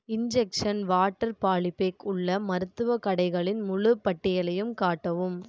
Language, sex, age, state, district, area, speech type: Tamil, female, 18-30, Tamil Nadu, Erode, rural, read